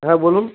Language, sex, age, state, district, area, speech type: Bengali, male, 30-45, West Bengal, Cooch Behar, urban, conversation